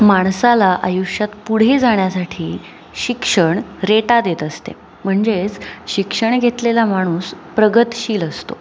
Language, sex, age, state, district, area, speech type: Marathi, female, 18-30, Maharashtra, Pune, urban, spontaneous